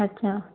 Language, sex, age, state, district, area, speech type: Sindhi, female, 30-45, Gujarat, Surat, urban, conversation